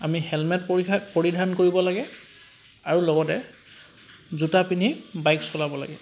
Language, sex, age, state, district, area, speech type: Assamese, male, 30-45, Assam, Charaideo, urban, spontaneous